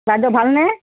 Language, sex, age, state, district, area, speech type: Assamese, female, 60+, Assam, Charaideo, urban, conversation